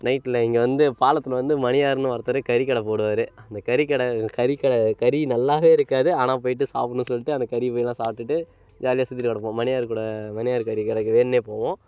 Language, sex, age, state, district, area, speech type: Tamil, male, 18-30, Tamil Nadu, Kallakurichi, urban, spontaneous